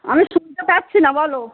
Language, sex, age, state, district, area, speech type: Bengali, female, 60+, West Bengal, Darjeeling, rural, conversation